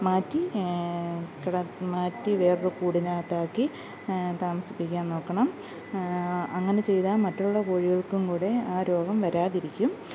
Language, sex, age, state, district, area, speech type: Malayalam, female, 30-45, Kerala, Alappuzha, rural, spontaneous